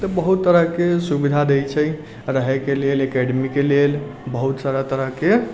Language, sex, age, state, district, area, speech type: Maithili, male, 18-30, Bihar, Sitamarhi, rural, spontaneous